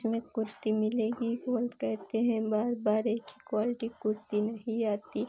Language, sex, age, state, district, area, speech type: Hindi, female, 18-30, Uttar Pradesh, Pratapgarh, urban, spontaneous